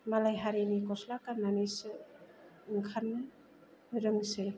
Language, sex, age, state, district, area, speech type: Bodo, female, 45-60, Assam, Chirang, rural, spontaneous